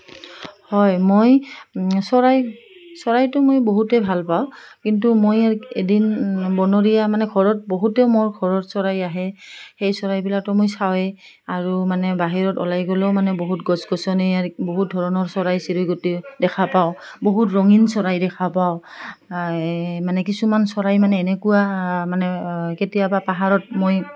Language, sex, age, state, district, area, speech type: Assamese, female, 45-60, Assam, Goalpara, urban, spontaneous